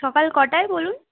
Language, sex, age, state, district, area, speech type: Bengali, female, 30-45, West Bengal, Jhargram, rural, conversation